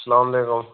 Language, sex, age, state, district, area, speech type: Kashmiri, male, 18-30, Jammu and Kashmir, Kupwara, rural, conversation